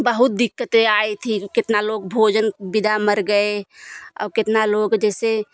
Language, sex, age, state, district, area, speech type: Hindi, female, 45-60, Uttar Pradesh, Jaunpur, rural, spontaneous